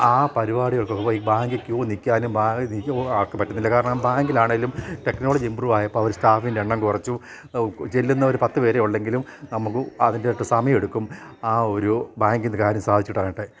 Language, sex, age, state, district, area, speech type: Malayalam, male, 60+, Kerala, Kottayam, rural, spontaneous